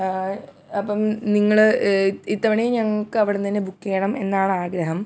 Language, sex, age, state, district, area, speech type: Malayalam, female, 18-30, Kerala, Thiruvananthapuram, urban, spontaneous